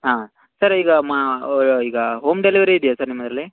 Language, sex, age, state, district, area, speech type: Kannada, male, 18-30, Karnataka, Uttara Kannada, rural, conversation